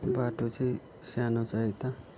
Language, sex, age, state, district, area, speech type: Nepali, male, 45-60, West Bengal, Kalimpong, rural, spontaneous